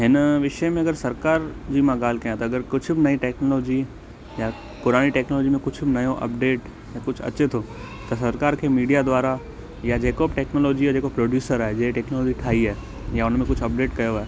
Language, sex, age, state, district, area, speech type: Sindhi, male, 18-30, Gujarat, Kutch, urban, spontaneous